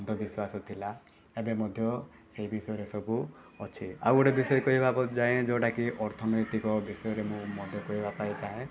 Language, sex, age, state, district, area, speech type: Odia, male, 18-30, Odisha, Rayagada, urban, spontaneous